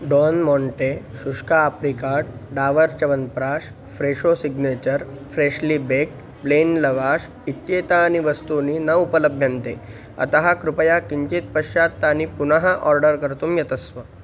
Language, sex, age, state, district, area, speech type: Sanskrit, male, 18-30, Maharashtra, Nagpur, urban, read